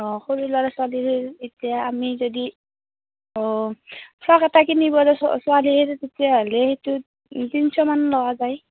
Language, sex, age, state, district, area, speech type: Assamese, female, 30-45, Assam, Darrang, rural, conversation